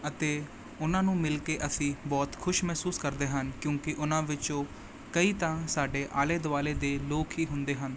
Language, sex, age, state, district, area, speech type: Punjabi, male, 18-30, Punjab, Gurdaspur, urban, spontaneous